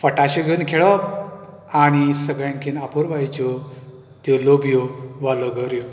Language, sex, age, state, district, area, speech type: Goan Konkani, male, 45-60, Goa, Bardez, rural, spontaneous